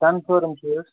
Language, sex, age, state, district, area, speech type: Kashmiri, male, 18-30, Jammu and Kashmir, Baramulla, rural, conversation